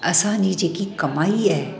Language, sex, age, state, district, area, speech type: Sindhi, female, 45-60, Maharashtra, Mumbai Suburban, urban, spontaneous